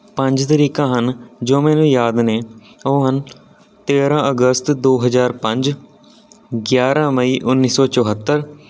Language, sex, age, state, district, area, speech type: Punjabi, male, 18-30, Punjab, Patiala, rural, spontaneous